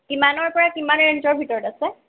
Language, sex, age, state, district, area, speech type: Assamese, female, 18-30, Assam, Kamrup Metropolitan, urban, conversation